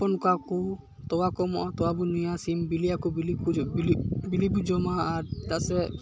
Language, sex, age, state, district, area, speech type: Santali, male, 18-30, West Bengal, Malda, rural, spontaneous